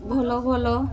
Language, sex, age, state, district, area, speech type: Odia, female, 30-45, Odisha, Mayurbhanj, rural, spontaneous